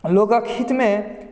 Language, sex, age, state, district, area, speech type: Maithili, male, 30-45, Bihar, Madhubani, urban, spontaneous